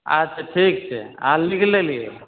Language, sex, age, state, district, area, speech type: Maithili, male, 30-45, Bihar, Begusarai, urban, conversation